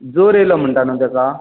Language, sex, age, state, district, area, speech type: Goan Konkani, male, 45-60, Goa, Bardez, urban, conversation